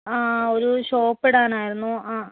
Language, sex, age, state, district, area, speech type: Malayalam, female, 18-30, Kerala, Wayanad, rural, conversation